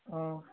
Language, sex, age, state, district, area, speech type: Tamil, male, 30-45, Tamil Nadu, Cuddalore, rural, conversation